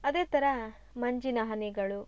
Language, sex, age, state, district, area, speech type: Kannada, female, 30-45, Karnataka, Shimoga, rural, spontaneous